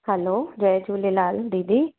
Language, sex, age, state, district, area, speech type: Sindhi, female, 30-45, Madhya Pradesh, Katni, urban, conversation